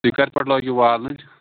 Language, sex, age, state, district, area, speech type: Kashmiri, male, 18-30, Jammu and Kashmir, Pulwama, rural, conversation